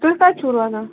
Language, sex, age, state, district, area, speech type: Kashmiri, female, 30-45, Jammu and Kashmir, Ganderbal, rural, conversation